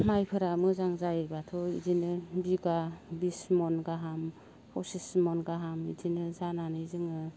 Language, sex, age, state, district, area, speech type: Bodo, female, 18-30, Assam, Baksa, rural, spontaneous